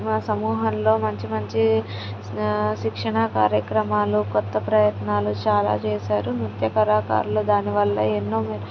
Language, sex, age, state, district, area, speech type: Telugu, female, 30-45, Andhra Pradesh, Palnadu, rural, spontaneous